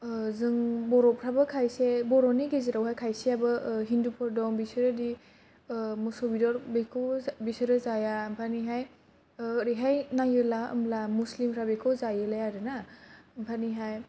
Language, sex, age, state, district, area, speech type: Bodo, female, 18-30, Assam, Kokrajhar, urban, spontaneous